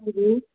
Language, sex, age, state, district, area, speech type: Punjabi, female, 30-45, Punjab, Gurdaspur, urban, conversation